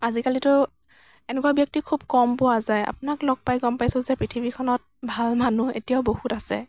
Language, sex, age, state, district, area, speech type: Assamese, female, 18-30, Assam, Dibrugarh, rural, spontaneous